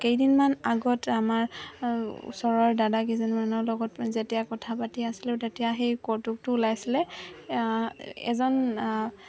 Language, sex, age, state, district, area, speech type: Assamese, female, 18-30, Assam, Dhemaji, urban, spontaneous